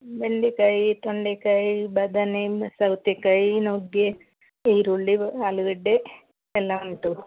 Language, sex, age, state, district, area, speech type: Kannada, female, 60+, Karnataka, Dakshina Kannada, rural, conversation